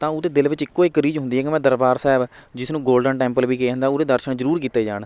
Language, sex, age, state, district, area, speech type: Punjabi, male, 60+, Punjab, Shaheed Bhagat Singh Nagar, urban, spontaneous